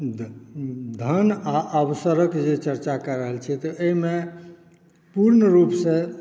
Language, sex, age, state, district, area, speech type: Maithili, male, 60+, Bihar, Saharsa, urban, spontaneous